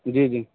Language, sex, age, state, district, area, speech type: Urdu, male, 18-30, Uttar Pradesh, Saharanpur, urban, conversation